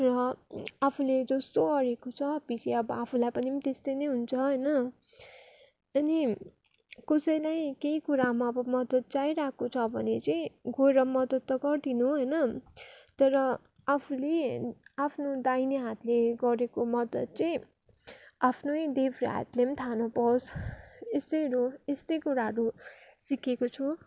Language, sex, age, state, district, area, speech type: Nepali, female, 30-45, West Bengal, Darjeeling, rural, spontaneous